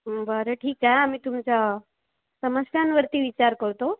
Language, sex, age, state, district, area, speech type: Marathi, female, 18-30, Maharashtra, Akola, rural, conversation